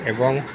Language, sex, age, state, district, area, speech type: Odia, male, 60+, Odisha, Sundergarh, urban, spontaneous